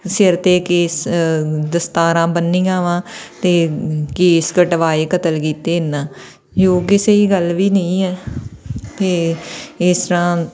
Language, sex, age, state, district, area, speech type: Punjabi, female, 30-45, Punjab, Tarn Taran, rural, spontaneous